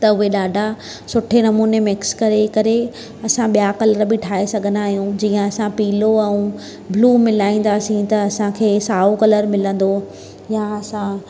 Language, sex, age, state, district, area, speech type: Sindhi, female, 30-45, Maharashtra, Mumbai Suburban, urban, spontaneous